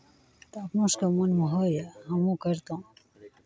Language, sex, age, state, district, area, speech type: Maithili, female, 30-45, Bihar, Araria, rural, spontaneous